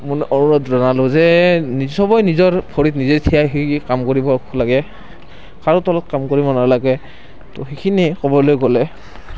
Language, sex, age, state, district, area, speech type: Assamese, male, 18-30, Assam, Barpeta, rural, spontaneous